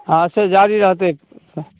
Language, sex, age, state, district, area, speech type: Maithili, male, 45-60, Bihar, Samastipur, urban, conversation